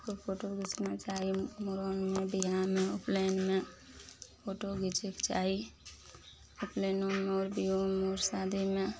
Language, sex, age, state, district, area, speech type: Maithili, female, 45-60, Bihar, Araria, rural, spontaneous